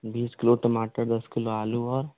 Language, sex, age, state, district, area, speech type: Hindi, male, 45-60, Rajasthan, Karauli, rural, conversation